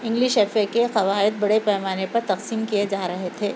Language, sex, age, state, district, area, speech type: Urdu, female, 45-60, Telangana, Hyderabad, urban, read